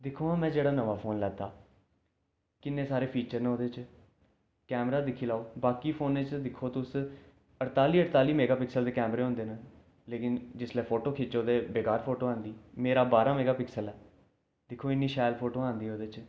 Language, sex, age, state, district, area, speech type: Dogri, male, 18-30, Jammu and Kashmir, Jammu, urban, spontaneous